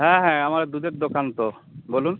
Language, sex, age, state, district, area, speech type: Bengali, male, 60+, West Bengal, Bankura, urban, conversation